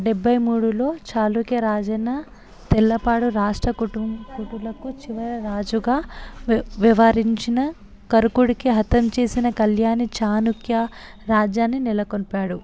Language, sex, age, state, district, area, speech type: Telugu, female, 18-30, Telangana, Hyderabad, urban, spontaneous